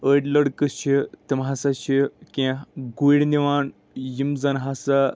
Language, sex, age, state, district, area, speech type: Kashmiri, male, 30-45, Jammu and Kashmir, Anantnag, rural, spontaneous